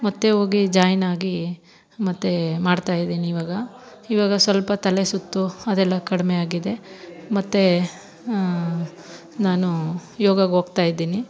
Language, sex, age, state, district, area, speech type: Kannada, female, 30-45, Karnataka, Bangalore Rural, rural, spontaneous